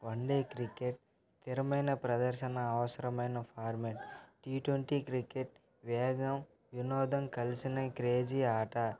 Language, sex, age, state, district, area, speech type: Telugu, male, 18-30, Andhra Pradesh, Nellore, rural, spontaneous